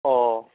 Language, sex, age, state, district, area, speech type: Santali, male, 18-30, West Bengal, Bankura, rural, conversation